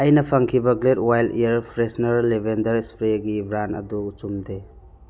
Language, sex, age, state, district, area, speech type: Manipuri, male, 30-45, Manipur, Churachandpur, rural, read